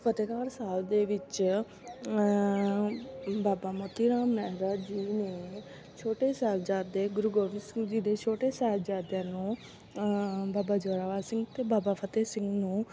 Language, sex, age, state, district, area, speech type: Punjabi, female, 18-30, Punjab, Fatehgarh Sahib, rural, spontaneous